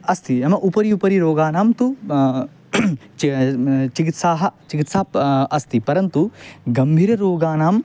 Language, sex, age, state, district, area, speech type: Sanskrit, male, 18-30, West Bengal, Paschim Medinipur, urban, spontaneous